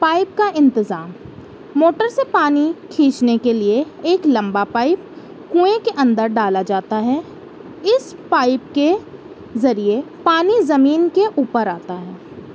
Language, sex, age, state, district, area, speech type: Urdu, female, 18-30, Uttar Pradesh, Balrampur, rural, spontaneous